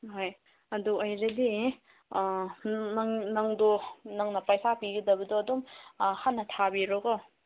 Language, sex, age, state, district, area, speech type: Manipuri, female, 30-45, Manipur, Senapati, urban, conversation